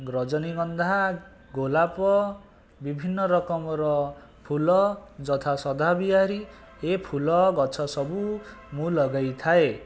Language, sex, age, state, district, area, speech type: Odia, male, 18-30, Odisha, Jajpur, rural, spontaneous